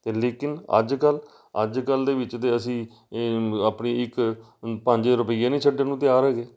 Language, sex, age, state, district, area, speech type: Punjabi, male, 45-60, Punjab, Amritsar, urban, spontaneous